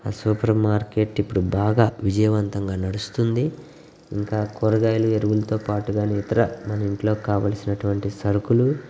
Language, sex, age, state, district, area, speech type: Telugu, male, 30-45, Andhra Pradesh, Guntur, rural, spontaneous